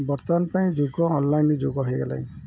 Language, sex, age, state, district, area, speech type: Odia, male, 45-60, Odisha, Jagatsinghpur, urban, spontaneous